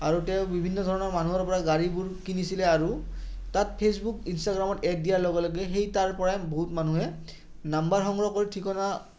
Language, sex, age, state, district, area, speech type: Assamese, male, 30-45, Assam, Udalguri, rural, spontaneous